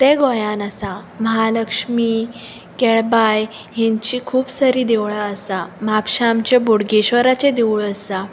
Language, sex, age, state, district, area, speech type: Goan Konkani, female, 18-30, Goa, Bardez, urban, spontaneous